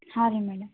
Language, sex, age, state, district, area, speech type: Kannada, female, 18-30, Karnataka, Gulbarga, urban, conversation